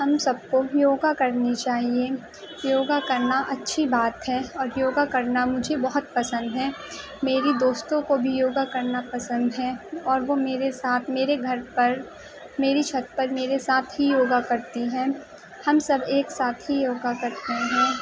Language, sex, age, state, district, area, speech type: Urdu, female, 18-30, Delhi, Central Delhi, urban, spontaneous